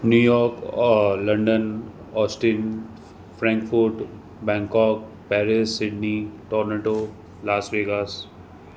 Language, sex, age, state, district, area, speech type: Sindhi, male, 30-45, Maharashtra, Thane, urban, spontaneous